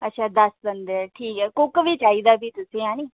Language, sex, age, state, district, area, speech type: Dogri, female, 18-30, Jammu and Kashmir, Jammu, rural, conversation